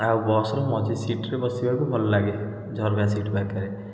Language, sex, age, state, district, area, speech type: Odia, male, 18-30, Odisha, Puri, urban, spontaneous